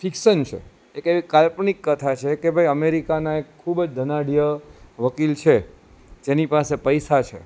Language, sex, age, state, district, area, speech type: Gujarati, male, 30-45, Gujarat, Junagadh, urban, spontaneous